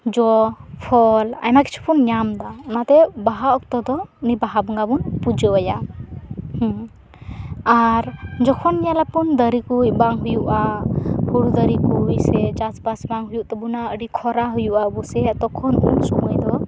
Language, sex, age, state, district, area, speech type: Santali, female, 18-30, West Bengal, Purba Bardhaman, rural, spontaneous